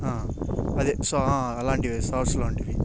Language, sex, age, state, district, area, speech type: Telugu, male, 18-30, Andhra Pradesh, Bapatla, urban, spontaneous